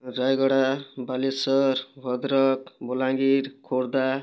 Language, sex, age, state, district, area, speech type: Odia, male, 18-30, Odisha, Kalahandi, rural, spontaneous